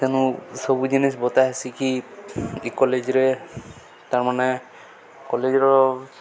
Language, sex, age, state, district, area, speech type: Odia, male, 18-30, Odisha, Balangir, urban, spontaneous